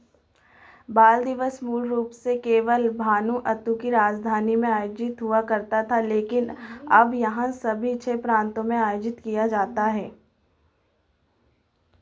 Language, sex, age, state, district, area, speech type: Hindi, female, 18-30, Madhya Pradesh, Chhindwara, urban, read